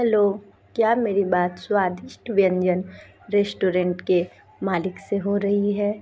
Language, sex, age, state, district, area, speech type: Hindi, female, 45-60, Uttar Pradesh, Sonbhadra, rural, spontaneous